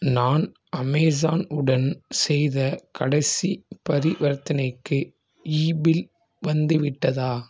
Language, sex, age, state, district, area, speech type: Tamil, male, 18-30, Tamil Nadu, Nagapattinam, rural, read